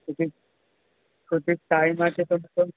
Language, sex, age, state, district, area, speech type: Bengali, male, 18-30, West Bengal, Darjeeling, rural, conversation